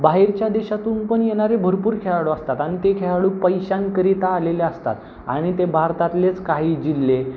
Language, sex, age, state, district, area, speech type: Marathi, male, 18-30, Maharashtra, Pune, urban, spontaneous